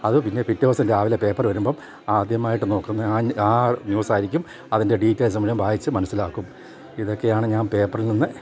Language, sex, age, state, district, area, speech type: Malayalam, male, 60+, Kerala, Kottayam, rural, spontaneous